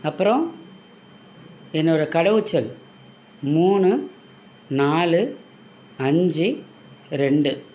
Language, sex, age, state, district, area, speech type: Tamil, male, 45-60, Tamil Nadu, Thanjavur, rural, spontaneous